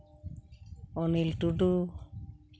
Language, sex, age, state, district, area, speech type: Santali, female, 45-60, West Bengal, Purulia, rural, spontaneous